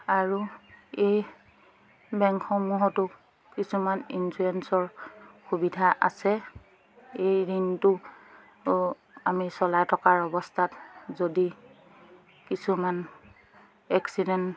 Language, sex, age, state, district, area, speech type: Assamese, female, 30-45, Assam, Lakhimpur, rural, spontaneous